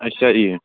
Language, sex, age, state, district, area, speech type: Punjabi, male, 18-30, Punjab, Firozpur, rural, conversation